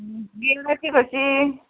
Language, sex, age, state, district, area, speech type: Goan Konkani, female, 30-45, Goa, Murmgao, rural, conversation